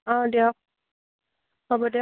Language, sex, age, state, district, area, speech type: Assamese, female, 18-30, Assam, Barpeta, rural, conversation